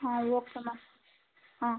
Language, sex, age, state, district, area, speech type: Kannada, female, 18-30, Karnataka, Bangalore Rural, rural, conversation